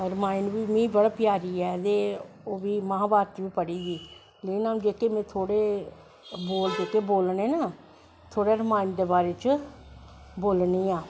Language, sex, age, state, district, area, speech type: Dogri, male, 45-60, Jammu and Kashmir, Jammu, urban, spontaneous